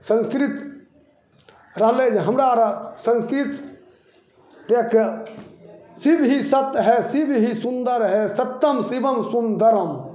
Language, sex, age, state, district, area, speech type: Maithili, male, 60+, Bihar, Begusarai, urban, spontaneous